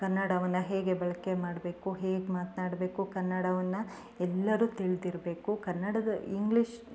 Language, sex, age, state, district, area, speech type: Kannada, female, 30-45, Karnataka, Chikkamagaluru, rural, spontaneous